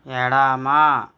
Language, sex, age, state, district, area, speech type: Telugu, male, 45-60, Andhra Pradesh, East Godavari, rural, read